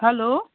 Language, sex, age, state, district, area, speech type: Nepali, female, 45-60, West Bengal, Jalpaiguri, rural, conversation